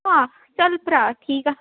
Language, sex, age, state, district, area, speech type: Punjabi, female, 18-30, Punjab, Tarn Taran, urban, conversation